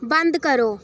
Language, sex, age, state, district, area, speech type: Dogri, female, 18-30, Jammu and Kashmir, Udhampur, rural, read